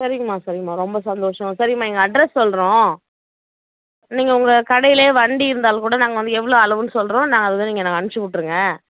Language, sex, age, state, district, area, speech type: Tamil, female, 30-45, Tamil Nadu, Kallakurichi, rural, conversation